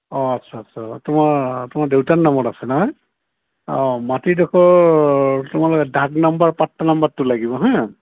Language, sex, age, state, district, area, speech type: Assamese, male, 60+, Assam, Goalpara, urban, conversation